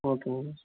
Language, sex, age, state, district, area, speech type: Tamil, male, 18-30, Tamil Nadu, Erode, urban, conversation